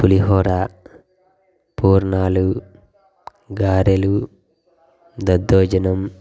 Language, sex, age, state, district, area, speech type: Telugu, male, 30-45, Andhra Pradesh, Guntur, rural, spontaneous